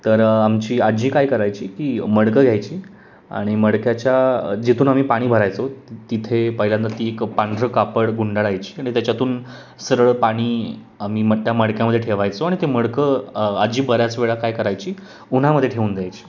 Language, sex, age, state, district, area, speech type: Marathi, male, 18-30, Maharashtra, Pune, urban, spontaneous